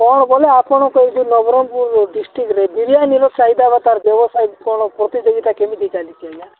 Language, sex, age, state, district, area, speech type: Odia, male, 45-60, Odisha, Nabarangpur, rural, conversation